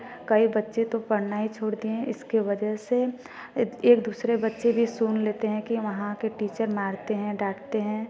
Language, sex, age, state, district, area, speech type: Hindi, female, 18-30, Uttar Pradesh, Varanasi, rural, spontaneous